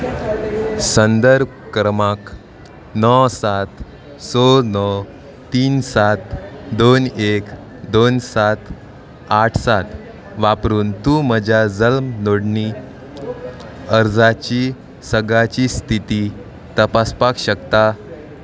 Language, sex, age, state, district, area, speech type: Goan Konkani, male, 18-30, Goa, Salcete, rural, read